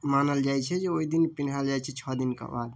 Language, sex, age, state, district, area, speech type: Maithili, male, 18-30, Bihar, Darbhanga, rural, spontaneous